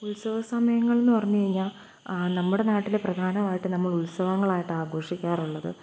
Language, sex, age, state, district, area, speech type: Malayalam, female, 18-30, Kerala, Kottayam, rural, spontaneous